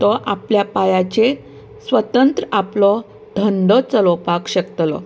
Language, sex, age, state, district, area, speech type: Goan Konkani, female, 45-60, Goa, Canacona, rural, spontaneous